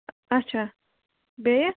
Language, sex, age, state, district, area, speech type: Kashmiri, female, 30-45, Jammu and Kashmir, Ganderbal, rural, conversation